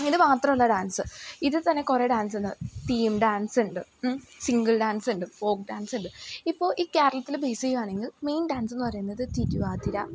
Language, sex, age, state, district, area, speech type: Malayalam, female, 18-30, Kerala, Idukki, rural, spontaneous